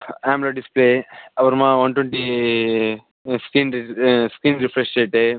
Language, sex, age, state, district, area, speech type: Tamil, male, 18-30, Tamil Nadu, Viluppuram, urban, conversation